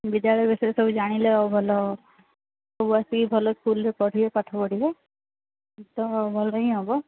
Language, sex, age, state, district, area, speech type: Odia, female, 18-30, Odisha, Sundergarh, urban, conversation